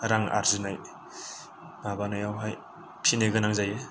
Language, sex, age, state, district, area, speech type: Bodo, male, 45-60, Assam, Kokrajhar, rural, spontaneous